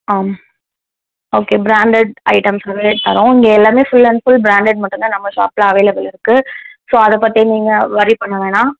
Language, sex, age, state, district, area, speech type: Tamil, female, 18-30, Tamil Nadu, Tenkasi, rural, conversation